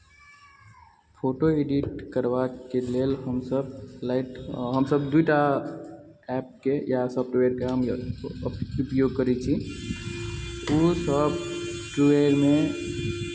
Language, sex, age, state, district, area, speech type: Maithili, male, 18-30, Bihar, Araria, rural, spontaneous